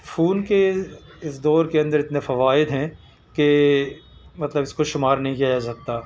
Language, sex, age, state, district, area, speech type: Urdu, male, 60+, Telangana, Hyderabad, urban, spontaneous